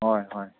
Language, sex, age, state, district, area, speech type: Manipuri, male, 18-30, Manipur, Kangpokpi, urban, conversation